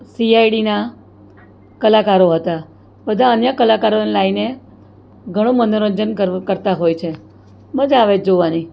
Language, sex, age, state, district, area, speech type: Gujarati, female, 60+, Gujarat, Surat, urban, spontaneous